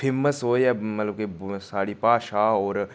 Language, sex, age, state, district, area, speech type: Dogri, male, 30-45, Jammu and Kashmir, Udhampur, rural, spontaneous